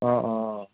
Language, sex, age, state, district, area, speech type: Assamese, male, 30-45, Assam, Dibrugarh, urban, conversation